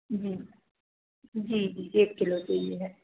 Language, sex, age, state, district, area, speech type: Hindi, female, 30-45, Madhya Pradesh, Hoshangabad, urban, conversation